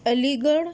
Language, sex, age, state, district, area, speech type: Urdu, female, 30-45, Delhi, South Delhi, rural, spontaneous